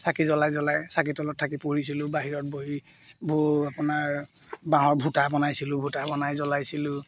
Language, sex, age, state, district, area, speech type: Assamese, male, 45-60, Assam, Golaghat, rural, spontaneous